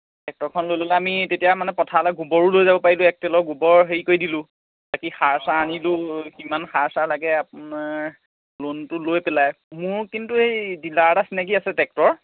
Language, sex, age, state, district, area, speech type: Assamese, male, 30-45, Assam, Majuli, urban, conversation